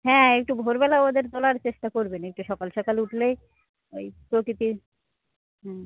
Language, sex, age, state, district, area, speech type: Bengali, female, 30-45, West Bengal, Cooch Behar, urban, conversation